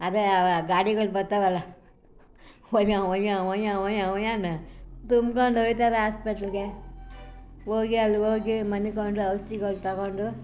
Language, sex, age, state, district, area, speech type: Kannada, female, 60+, Karnataka, Mysore, rural, spontaneous